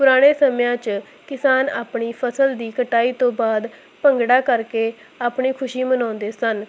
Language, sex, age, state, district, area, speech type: Punjabi, female, 18-30, Punjab, Hoshiarpur, rural, spontaneous